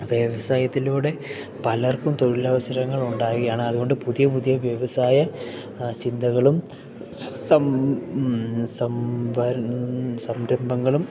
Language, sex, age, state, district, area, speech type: Malayalam, male, 18-30, Kerala, Idukki, rural, spontaneous